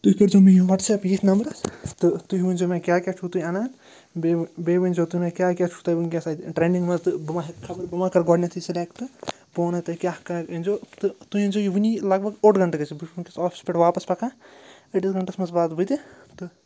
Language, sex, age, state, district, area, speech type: Kashmiri, male, 18-30, Jammu and Kashmir, Srinagar, urban, spontaneous